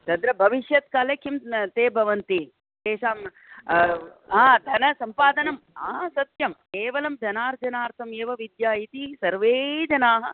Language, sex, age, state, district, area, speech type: Sanskrit, female, 60+, Karnataka, Bangalore Urban, urban, conversation